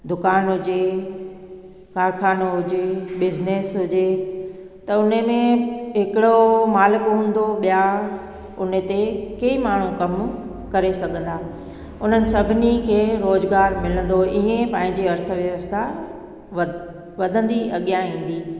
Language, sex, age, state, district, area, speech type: Sindhi, female, 45-60, Gujarat, Junagadh, urban, spontaneous